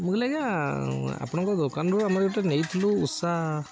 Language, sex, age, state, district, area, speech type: Odia, male, 30-45, Odisha, Jagatsinghpur, rural, spontaneous